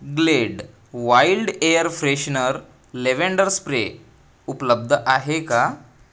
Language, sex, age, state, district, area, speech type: Marathi, male, 18-30, Maharashtra, Gadchiroli, rural, read